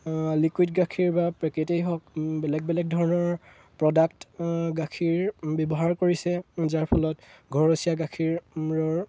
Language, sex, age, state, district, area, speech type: Assamese, male, 18-30, Assam, Golaghat, rural, spontaneous